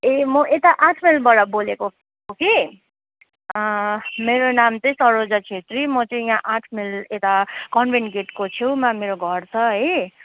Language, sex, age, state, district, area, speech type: Nepali, female, 30-45, West Bengal, Kalimpong, rural, conversation